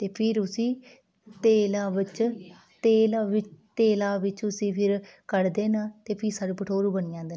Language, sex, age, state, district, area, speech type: Dogri, female, 18-30, Jammu and Kashmir, Udhampur, rural, spontaneous